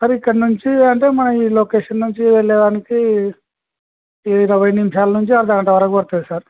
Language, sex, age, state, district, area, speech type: Telugu, male, 18-30, Andhra Pradesh, Kurnool, urban, conversation